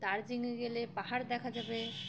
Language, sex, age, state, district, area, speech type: Bengali, female, 18-30, West Bengal, Dakshin Dinajpur, urban, spontaneous